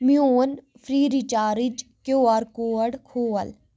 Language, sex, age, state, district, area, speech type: Kashmiri, female, 18-30, Jammu and Kashmir, Kupwara, rural, read